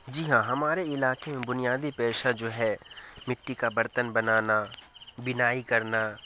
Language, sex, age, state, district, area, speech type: Urdu, male, 18-30, Bihar, Darbhanga, rural, spontaneous